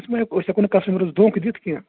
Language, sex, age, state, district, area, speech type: Kashmiri, male, 30-45, Jammu and Kashmir, Bandipora, rural, conversation